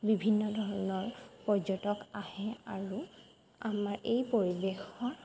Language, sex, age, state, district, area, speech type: Assamese, female, 18-30, Assam, Golaghat, urban, spontaneous